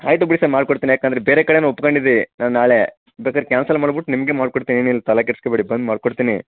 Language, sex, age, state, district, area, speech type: Kannada, male, 30-45, Karnataka, Chamarajanagar, rural, conversation